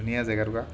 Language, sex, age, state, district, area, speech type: Assamese, male, 30-45, Assam, Sivasagar, urban, spontaneous